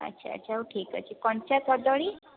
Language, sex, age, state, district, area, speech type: Odia, female, 18-30, Odisha, Jajpur, rural, conversation